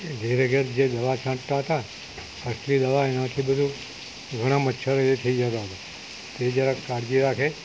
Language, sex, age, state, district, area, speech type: Gujarati, male, 60+, Gujarat, Valsad, rural, spontaneous